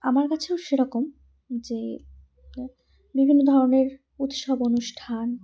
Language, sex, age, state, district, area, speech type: Bengali, female, 30-45, West Bengal, Darjeeling, urban, spontaneous